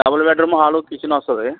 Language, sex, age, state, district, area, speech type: Telugu, male, 60+, Andhra Pradesh, Eluru, rural, conversation